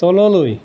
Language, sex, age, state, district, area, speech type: Assamese, male, 45-60, Assam, Darrang, rural, read